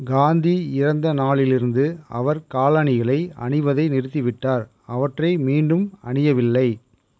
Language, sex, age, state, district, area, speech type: Tamil, male, 45-60, Tamil Nadu, Erode, rural, read